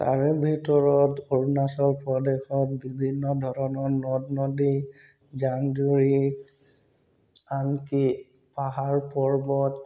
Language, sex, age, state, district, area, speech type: Assamese, male, 30-45, Assam, Tinsukia, urban, spontaneous